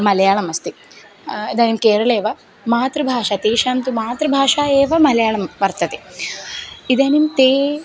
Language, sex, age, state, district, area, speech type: Sanskrit, female, 18-30, Kerala, Thiruvananthapuram, urban, spontaneous